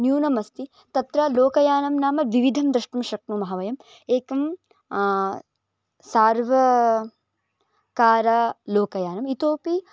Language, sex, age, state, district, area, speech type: Sanskrit, female, 18-30, Karnataka, Bellary, urban, spontaneous